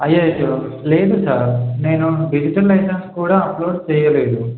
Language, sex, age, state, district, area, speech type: Telugu, male, 18-30, Telangana, Kamareddy, urban, conversation